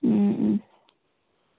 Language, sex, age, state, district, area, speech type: Manipuri, female, 18-30, Manipur, Kangpokpi, urban, conversation